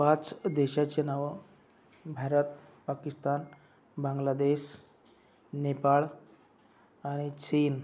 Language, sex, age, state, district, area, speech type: Marathi, male, 60+, Maharashtra, Akola, rural, spontaneous